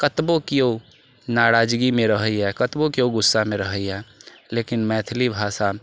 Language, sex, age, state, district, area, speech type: Maithili, male, 45-60, Bihar, Sitamarhi, urban, spontaneous